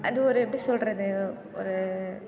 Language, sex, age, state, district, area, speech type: Tamil, female, 18-30, Tamil Nadu, Thanjavur, rural, spontaneous